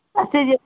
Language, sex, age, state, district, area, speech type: Punjabi, female, 18-30, Punjab, Barnala, rural, conversation